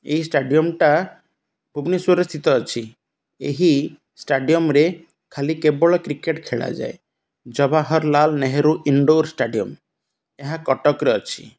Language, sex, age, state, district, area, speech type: Odia, male, 30-45, Odisha, Ganjam, urban, spontaneous